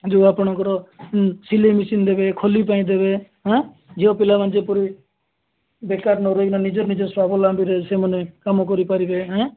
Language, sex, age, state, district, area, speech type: Odia, male, 30-45, Odisha, Nabarangpur, urban, conversation